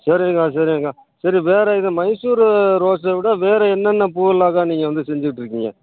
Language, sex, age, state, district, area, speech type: Tamil, male, 60+, Tamil Nadu, Pudukkottai, rural, conversation